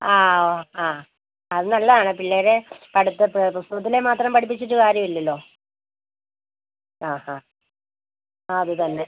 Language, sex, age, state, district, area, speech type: Malayalam, female, 45-60, Kerala, Idukki, rural, conversation